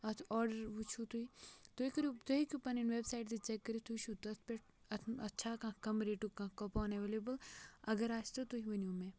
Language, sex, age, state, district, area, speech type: Kashmiri, male, 18-30, Jammu and Kashmir, Kupwara, rural, spontaneous